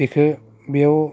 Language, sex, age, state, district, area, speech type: Bodo, male, 18-30, Assam, Udalguri, urban, spontaneous